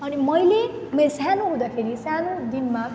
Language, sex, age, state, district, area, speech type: Nepali, female, 18-30, West Bengal, Jalpaiguri, rural, spontaneous